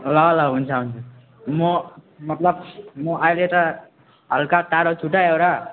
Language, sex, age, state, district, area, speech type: Nepali, male, 18-30, West Bengal, Alipurduar, urban, conversation